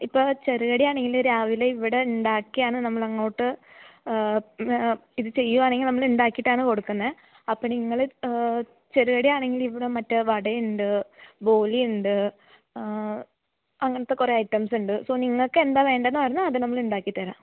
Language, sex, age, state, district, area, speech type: Malayalam, female, 18-30, Kerala, Idukki, rural, conversation